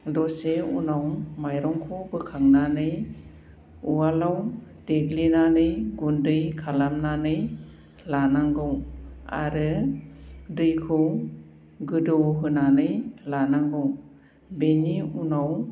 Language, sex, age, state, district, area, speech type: Bodo, female, 45-60, Assam, Baksa, rural, spontaneous